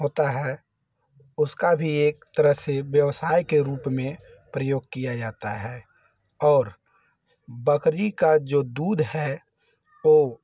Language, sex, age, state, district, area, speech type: Hindi, male, 30-45, Uttar Pradesh, Varanasi, urban, spontaneous